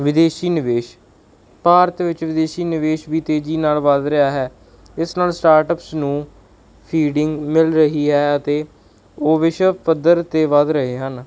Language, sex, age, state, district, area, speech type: Punjabi, male, 30-45, Punjab, Barnala, rural, spontaneous